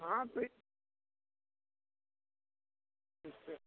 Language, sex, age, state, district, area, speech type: Hindi, male, 60+, Uttar Pradesh, Sitapur, rural, conversation